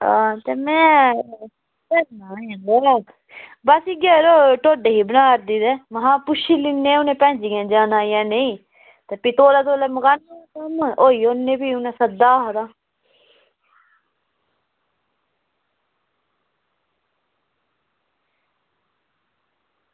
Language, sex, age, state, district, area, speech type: Dogri, female, 18-30, Jammu and Kashmir, Udhampur, rural, conversation